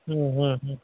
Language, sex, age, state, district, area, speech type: Tamil, male, 30-45, Tamil Nadu, Salem, urban, conversation